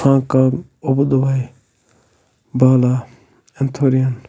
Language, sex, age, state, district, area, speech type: Kashmiri, male, 30-45, Jammu and Kashmir, Baramulla, rural, spontaneous